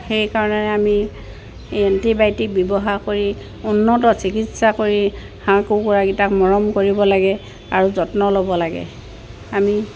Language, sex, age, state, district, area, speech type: Assamese, female, 60+, Assam, Dibrugarh, rural, spontaneous